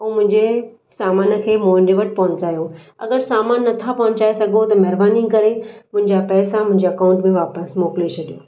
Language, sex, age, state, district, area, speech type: Sindhi, female, 30-45, Maharashtra, Thane, urban, spontaneous